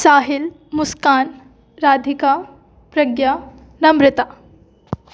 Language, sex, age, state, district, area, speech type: Hindi, female, 18-30, Madhya Pradesh, Jabalpur, urban, spontaneous